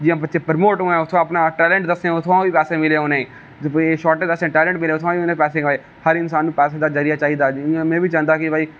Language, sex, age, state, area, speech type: Dogri, male, 18-30, Jammu and Kashmir, rural, spontaneous